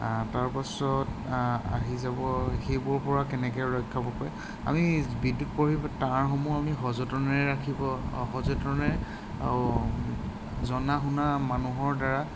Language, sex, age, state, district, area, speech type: Assamese, male, 30-45, Assam, Sivasagar, urban, spontaneous